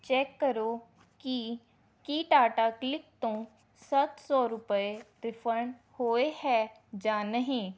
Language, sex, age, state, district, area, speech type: Punjabi, female, 18-30, Punjab, Rupnagar, rural, read